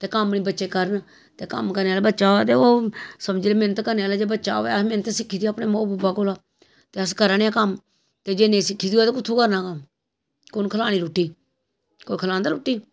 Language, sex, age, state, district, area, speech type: Dogri, female, 45-60, Jammu and Kashmir, Samba, rural, spontaneous